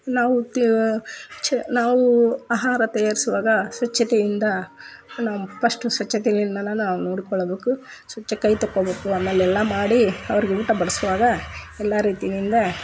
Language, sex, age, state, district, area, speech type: Kannada, female, 45-60, Karnataka, Koppal, rural, spontaneous